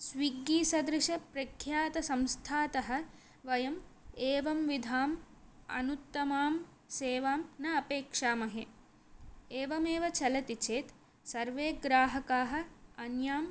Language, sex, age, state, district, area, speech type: Sanskrit, female, 18-30, Andhra Pradesh, Chittoor, urban, spontaneous